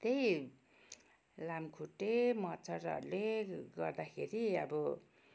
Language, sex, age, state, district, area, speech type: Nepali, female, 60+, West Bengal, Kalimpong, rural, spontaneous